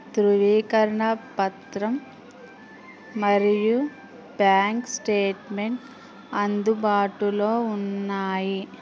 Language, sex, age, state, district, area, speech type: Telugu, female, 18-30, Andhra Pradesh, Eluru, rural, read